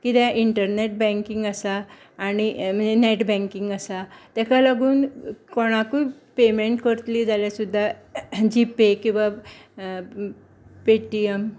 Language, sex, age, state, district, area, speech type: Goan Konkani, female, 60+, Goa, Bardez, rural, spontaneous